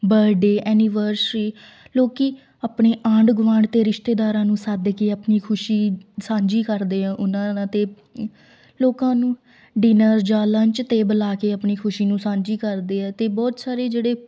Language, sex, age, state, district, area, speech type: Punjabi, female, 18-30, Punjab, Shaheed Bhagat Singh Nagar, rural, spontaneous